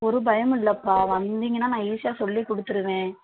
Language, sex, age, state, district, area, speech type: Tamil, female, 18-30, Tamil Nadu, Madurai, rural, conversation